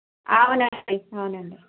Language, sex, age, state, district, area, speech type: Telugu, female, 60+, Andhra Pradesh, Krishna, rural, conversation